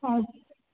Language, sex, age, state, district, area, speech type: Marathi, female, 18-30, Maharashtra, Yavatmal, urban, conversation